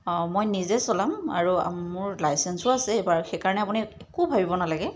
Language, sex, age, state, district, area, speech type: Assamese, female, 30-45, Assam, Charaideo, urban, spontaneous